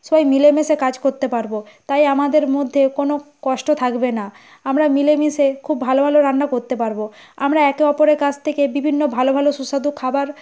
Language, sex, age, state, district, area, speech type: Bengali, female, 60+, West Bengal, Nadia, rural, spontaneous